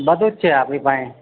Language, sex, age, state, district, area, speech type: Gujarati, male, 45-60, Gujarat, Narmada, rural, conversation